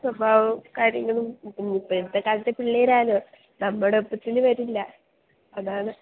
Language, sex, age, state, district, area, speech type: Malayalam, female, 18-30, Kerala, Idukki, rural, conversation